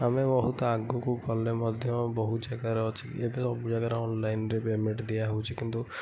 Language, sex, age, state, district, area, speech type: Odia, male, 45-60, Odisha, Kendujhar, urban, spontaneous